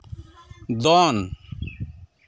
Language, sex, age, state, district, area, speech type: Santali, male, 60+, West Bengal, Malda, rural, read